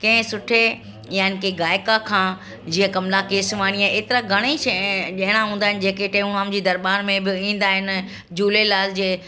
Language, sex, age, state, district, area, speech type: Sindhi, female, 60+, Delhi, South Delhi, urban, spontaneous